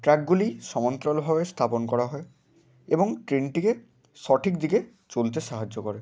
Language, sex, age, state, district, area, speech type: Bengali, male, 18-30, West Bengal, Hooghly, urban, spontaneous